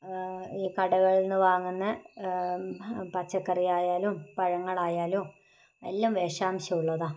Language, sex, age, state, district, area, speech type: Malayalam, female, 30-45, Kerala, Kannur, rural, spontaneous